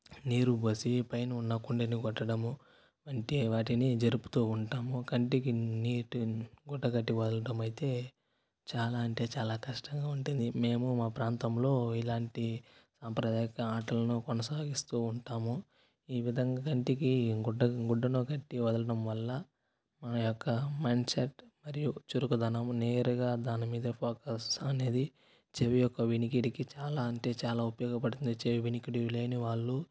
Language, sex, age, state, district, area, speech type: Telugu, male, 18-30, Andhra Pradesh, Sri Balaji, rural, spontaneous